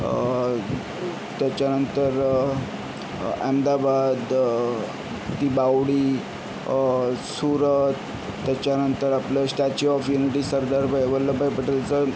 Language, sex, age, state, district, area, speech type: Marathi, male, 18-30, Maharashtra, Yavatmal, rural, spontaneous